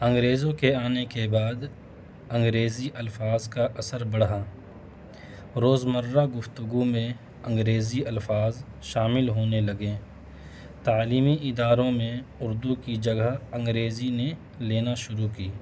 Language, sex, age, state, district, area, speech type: Urdu, male, 30-45, Bihar, Gaya, urban, spontaneous